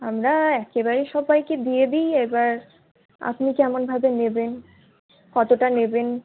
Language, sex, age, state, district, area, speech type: Bengali, female, 18-30, West Bengal, Birbhum, urban, conversation